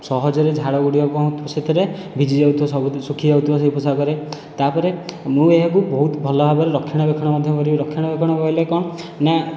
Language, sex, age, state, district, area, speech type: Odia, male, 18-30, Odisha, Khordha, rural, spontaneous